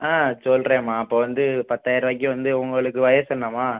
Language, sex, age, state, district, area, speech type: Tamil, male, 18-30, Tamil Nadu, Pudukkottai, rural, conversation